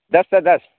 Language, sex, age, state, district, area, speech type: Urdu, male, 45-60, Uttar Pradesh, Lucknow, rural, conversation